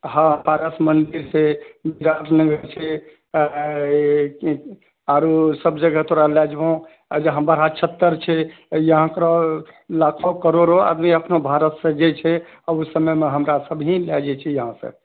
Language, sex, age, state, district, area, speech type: Maithili, male, 60+, Bihar, Purnia, rural, conversation